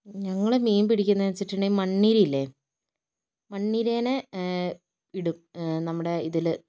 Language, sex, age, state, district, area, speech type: Malayalam, female, 30-45, Kerala, Kozhikode, urban, spontaneous